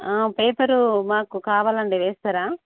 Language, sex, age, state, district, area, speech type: Telugu, female, 45-60, Telangana, Karimnagar, urban, conversation